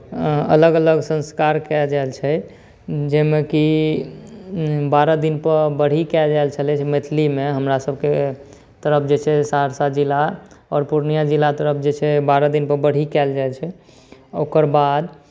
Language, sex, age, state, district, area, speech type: Maithili, male, 18-30, Bihar, Saharsa, urban, spontaneous